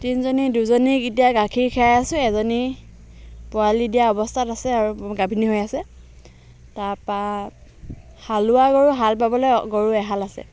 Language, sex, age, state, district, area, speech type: Assamese, female, 60+, Assam, Dhemaji, rural, spontaneous